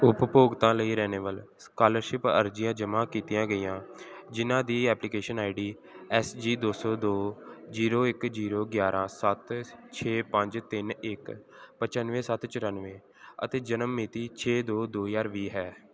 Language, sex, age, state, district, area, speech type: Punjabi, male, 18-30, Punjab, Gurdaspur, rural, read